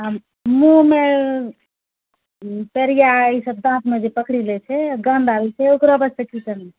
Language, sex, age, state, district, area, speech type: Maithili, female, 45-60, Bihar, Purnia, urban, conversation